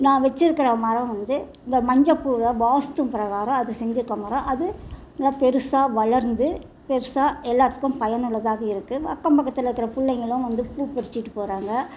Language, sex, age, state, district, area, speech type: Tamil, female, 60+, Tamil Nadu, Salem, rural, spontaneous